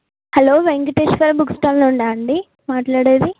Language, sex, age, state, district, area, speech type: Telugu, female, 18-30, Telangana, Yadadri Bhuvanagiri, urban, conversation